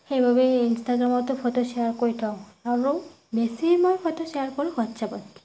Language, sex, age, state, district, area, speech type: Assamese, female, 45-60, Assam, Nagaon, rural, spontaneous